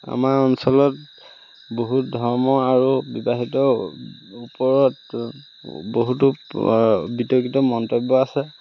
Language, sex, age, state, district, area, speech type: Assamese, male, 30-45, Assam, Majuli, urban, spontaneous